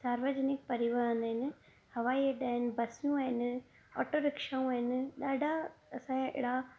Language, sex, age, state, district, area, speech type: Sindhi, female, 30-45, Gujarat, Surat, urban, spontaneous